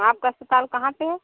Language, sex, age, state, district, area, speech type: Hindi, female, 45-60, Uttar Pradesh, Hardoi, rural, conversation